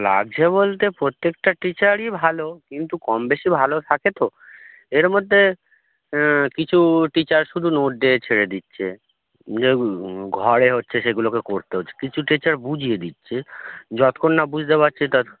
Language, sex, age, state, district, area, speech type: Bengali, male, 30-45, West Bengal, Howrah, urban, conversation